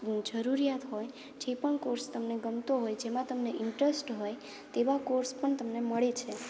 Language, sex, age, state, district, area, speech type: Gujarati, female, 18-30, Gujarat, Morbi, urban, spontaneous